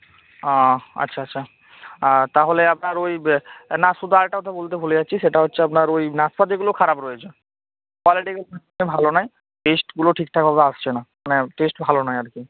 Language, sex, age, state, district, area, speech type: Bengali, male, 18-30, West Bengal, Uttar Dinajpur, rural, conversation